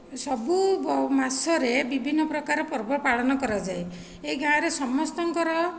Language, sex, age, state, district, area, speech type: Odia, female, 45-60, Odisha, Dhenkanal, rural, spontaneous